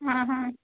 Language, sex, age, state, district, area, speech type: Punjabi, female, 18-30, Punjab, Hoshiarpur, rural, conversation